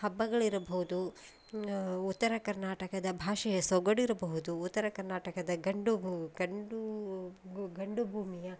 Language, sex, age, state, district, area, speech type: Kannada, female, 30-45, Karnataka, Koppal, urban, spontaneous